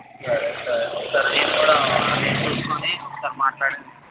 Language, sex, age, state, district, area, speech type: Telugu, male, 30-45, Andhra Pradesh, N T Rama Rao, urban, conversation